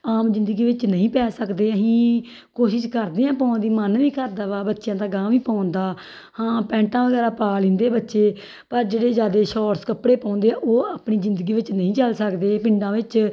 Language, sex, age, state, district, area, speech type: Punjabi, female, 30-45, Punjab, Tarn Taran, rural, spontaneous